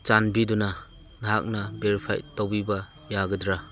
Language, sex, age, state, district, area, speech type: Manipuri, male, 60+, Manipur, Chandel, rural, read